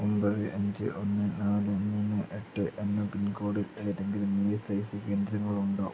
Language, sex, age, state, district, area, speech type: Malayalam, male, 30-45, Kerala, Palakkad, rural, read